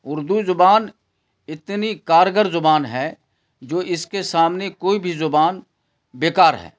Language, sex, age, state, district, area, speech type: Urdu, male, 60+, Bihar, Khagaria, rural, spontaneous